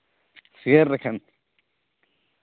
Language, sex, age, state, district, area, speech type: Santali, male, 18-30, Jharkhand, East Singhbhum, rural, conversation